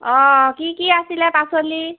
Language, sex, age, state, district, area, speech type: Assamese, female, 45-60, Assam, Golaghat, rural, conversation